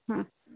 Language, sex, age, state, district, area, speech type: Kannada, female, 45-60, Karnataka, Uttara Kannada, rural, conversation